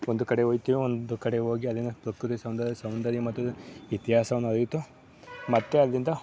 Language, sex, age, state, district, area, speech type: Kannada, male, 18-30, Karnataka, Mandya, rural, spontaneous